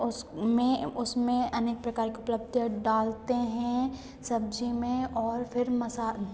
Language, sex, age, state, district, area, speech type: Hindi, female, 18-30, Madhya Pradesh, Hoshangabad, urban, spontaneous